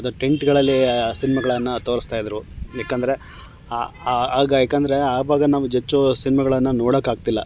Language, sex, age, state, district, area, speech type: Kannada, male, 30-45, Karnataka, Chamarajanagar, rural, spontaneous